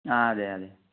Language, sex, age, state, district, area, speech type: Malayalam, male, 18-30, Kerala, Kozhikode, rural, conversation